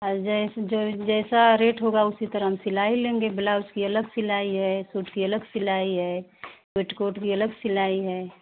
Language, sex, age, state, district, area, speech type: Hindi, female, 45-60, Uttar Pradesh, Mau, rural, conversation